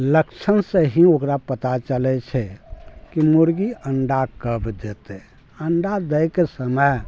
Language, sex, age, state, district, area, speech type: Maithili, male, 60+, Bihar, Araria, rural, spontaneous